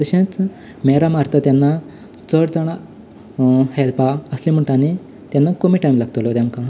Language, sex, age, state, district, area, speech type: Goan Konkani, male, 18-30, Goa, Canacona, rural, spontaneous